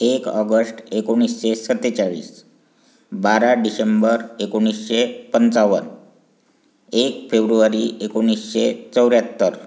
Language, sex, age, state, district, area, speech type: Marathi, male, 45-60, Maharashtra, Wardha, urban, spontaneous